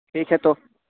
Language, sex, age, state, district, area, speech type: Urdu, male, 18-30, Uttar Pradesh, Saharanpur, urban, conversation